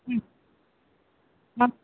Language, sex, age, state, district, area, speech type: Tamil, female, 30-45, Tamil Nadu, Tirupattur, rural, conversation